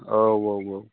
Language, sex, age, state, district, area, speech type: Bodo, male, 18-30, Assam, Udalguri, urban, conversation